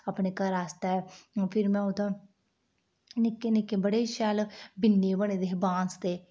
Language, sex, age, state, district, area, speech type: Dogri, female, 18-30, Jammu and Kashmir, Udhampur, rural, spontaneous